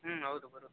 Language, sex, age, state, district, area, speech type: Kannada, male, 30-45, Karnataka, Bangalore Rural, urban, conversation